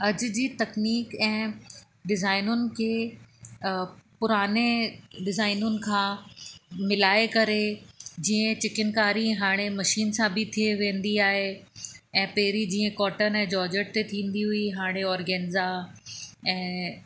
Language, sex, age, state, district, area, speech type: Sindhi, female, 60+, Uttar Pradesh, Lucknow, urban, spontaneous